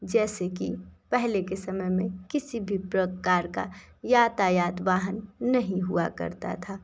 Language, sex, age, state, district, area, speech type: Hindi, female, 30-45, Uttar Pradesh, Sonbhadra, rural, spontaneous